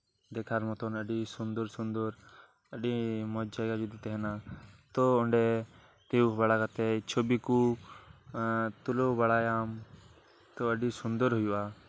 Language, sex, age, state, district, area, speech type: Santali, male, 18-30, West Bengal, Birbhum, rural, spontaneous